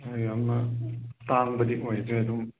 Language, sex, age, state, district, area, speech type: Manipuri, male, 30-45, Manipur, Thoubal, rural, conversation